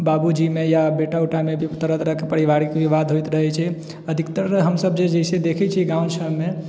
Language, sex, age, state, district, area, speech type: Maithili, male, 18-30, Bihar, Sitamarhi, rural, spontaneous